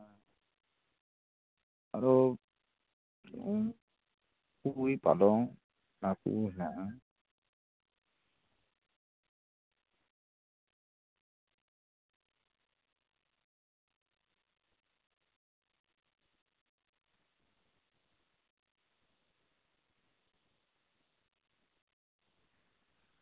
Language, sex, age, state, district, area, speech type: Santali, male, 30-45, West Bengal, Paschim Bardhaman, rural, conversation